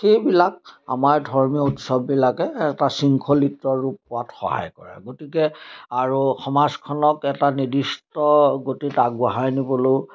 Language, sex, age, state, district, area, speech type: Assamese, male, 60+, Assam, Majuli, urban, spontaneous